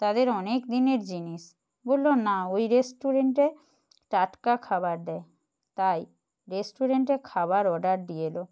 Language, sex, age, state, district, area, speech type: Bengali, female, 45-60, West Bengal, Purba Medinipur, rural, spontaneous